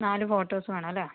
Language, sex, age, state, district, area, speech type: Malayalam, female, 45-60, Kerala, Kozhikode, urban, conversation